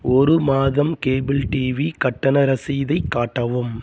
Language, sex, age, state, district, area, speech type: Tamil, male, 30-45, Tamil Nadu, Salem, rural, read